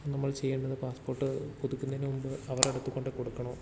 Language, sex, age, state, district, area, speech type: Malayalam, male, 18-30, Kerala, Idukki, rural, spontaneous